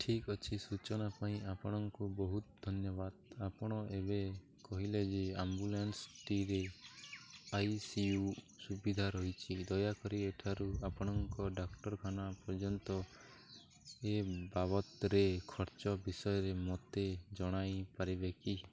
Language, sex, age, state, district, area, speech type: Odia, male, 18-30, Odisha, Nuapada, urban, read